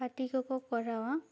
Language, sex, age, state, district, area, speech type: Santali, female, 18-30, West Bengal, Bankura, rural, spontaneous